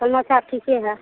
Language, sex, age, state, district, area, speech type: Hindi, female, 45-60, Bihar, Madhepura, rural, conversation